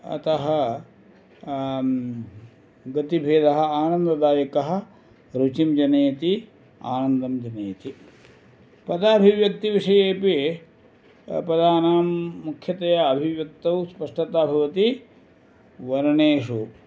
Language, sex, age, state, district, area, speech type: Sanskrit, male, 60+, Karnataka, Uttara Kannada, rural, spontaneous